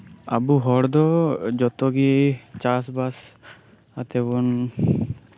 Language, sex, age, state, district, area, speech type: Santali, male, 18-30, West Bengal, Birbhum, rural, spontaneous